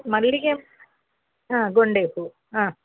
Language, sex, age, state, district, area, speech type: Kannada, female, 60+, Karnataka, Dakshina Kannada, rural, conversation